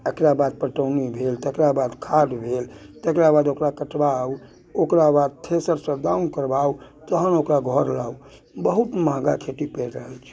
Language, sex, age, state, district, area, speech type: Maithili, male, 60+, Bihar, Muzaffarpur, urban, spontaneous